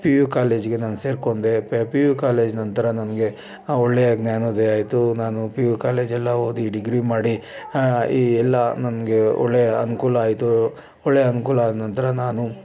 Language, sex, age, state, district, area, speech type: Kannada, male, 30-45, Karnataka, Bangalore Rural, rural, spontaneous